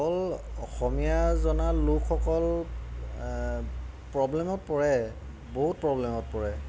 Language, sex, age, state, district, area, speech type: Assamese, male, 30-45, Assam, Golaghat, urban, spontaneous